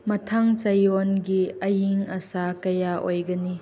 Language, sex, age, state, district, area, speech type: Manipuri, female, 18-30, Manipur, Chandel, rural, read